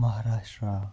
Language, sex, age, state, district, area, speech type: Kashmiri, male, 18-30, Jammu and Kashmir, Kupwara, rural, spontaneous